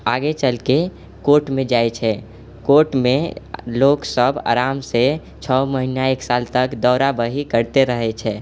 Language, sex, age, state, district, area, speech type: Maithili, male, 18-30, Bihar, Purnia, rural, spontaneous